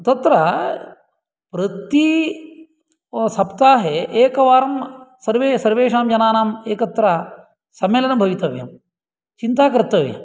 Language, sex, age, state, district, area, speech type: Sanskrit, male, 45-60, Karnataka, Uttara Kannada, rural, spontaneous